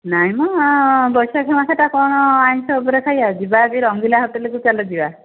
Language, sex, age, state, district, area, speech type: Odia, female, 45-60, Odisha, Dhenkanal, rural, conversation